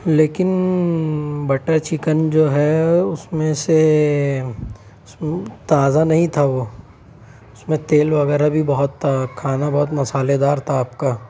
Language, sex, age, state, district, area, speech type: Urdu, male, 18-30, Maharashtra, Nashik, urban, spontaneous